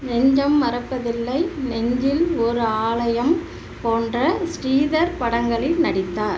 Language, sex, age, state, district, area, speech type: Tamil, female, 45-60, Tamil Nadu, Tiruchirappalli, rural, read